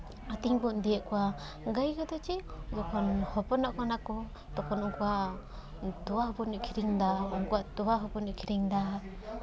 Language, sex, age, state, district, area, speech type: Santali, female, 18-30, West Bengal, Paschim Bardhaman, rural, spontaneous